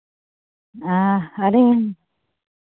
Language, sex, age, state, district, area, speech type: Santali, female, 30-45, Jharkhand, East Singhbhum, rural, conversation